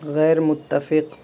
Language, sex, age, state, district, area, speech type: Urdu, male, 30-45, Uttar Pradesh, Gautam Buddha Nagar, urban, read